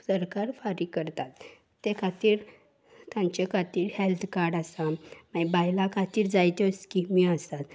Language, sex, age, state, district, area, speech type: Goan Konkani, female, 18-30, Goa, Salcete, urban, spontaneous